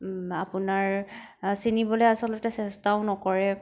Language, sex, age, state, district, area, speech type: Assamese, female, 18-30, Assam, Kamrup Metropolitan, urban, spontaneous